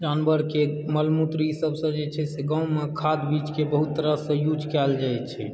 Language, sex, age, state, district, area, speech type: Maithili, male, 18-30, Bihar, Supaul, rural, spontaneous